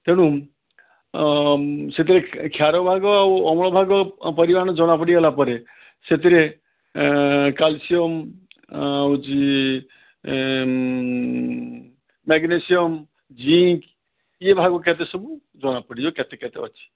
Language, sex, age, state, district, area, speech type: Odia, male, 60+, Odisha, Balasore, rural, conversation